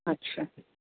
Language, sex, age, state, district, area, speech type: Odia, female, 45-60, Odisha, Sundergarh, rural, conversation